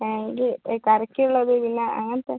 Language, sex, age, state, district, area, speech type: Malayalam, female, 18-30, Kerala, Wayanad, rural, conversation